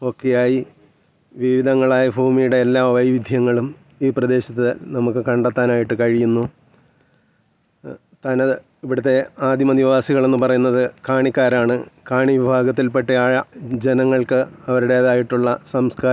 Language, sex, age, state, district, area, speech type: Malayalam, male, 45-60, Kerala, Thiruvananthapuram, rural, spontaneous